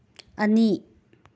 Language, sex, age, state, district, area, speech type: Manipuri, female, 30-45, Manipur, Imphal West, urban, read